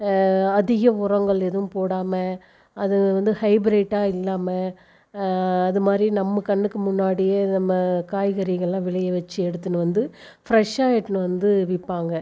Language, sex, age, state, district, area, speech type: Tamil, female, 45-60, Tamil Nadu, Viluppuram, rural, spontaneous